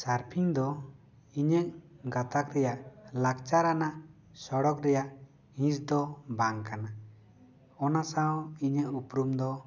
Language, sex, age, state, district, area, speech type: Santali, male, 18-30, West Bengal, Bankura, rural, spontaneous